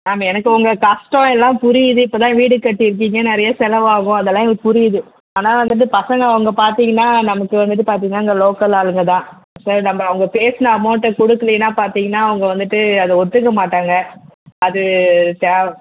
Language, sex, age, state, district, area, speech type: Tamil, female, 45-60, Tamil Nadu, Kanchipuram, urban, conversation